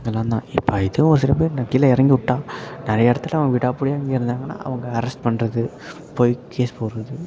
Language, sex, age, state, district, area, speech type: Tamil, male, 18-30, Tamil Nadu, Perambalur, rural, spontaneous